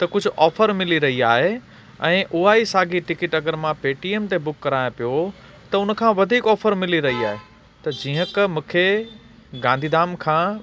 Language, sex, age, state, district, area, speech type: Sindhi, male, 30-45, Gujarat, Kutch, urban, spontaneous